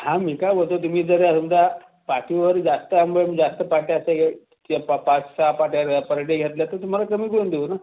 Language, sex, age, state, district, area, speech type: Marathi, male, 45-60, Maharashtra, Raigad, rural, conversation